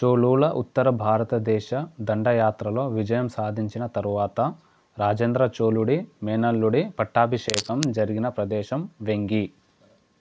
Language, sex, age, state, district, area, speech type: Telugu, male, 18-30, Telangana, Medchal, rural, read